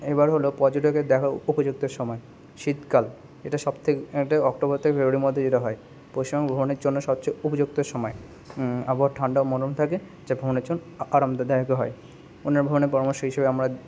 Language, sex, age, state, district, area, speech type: Bengali, male, 18-30, West Bengal, Kolkata, urban, spontaneous